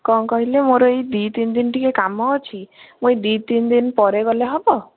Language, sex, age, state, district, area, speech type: Odia, female, 18-30, Odisha, Bhadrak, rural, conversation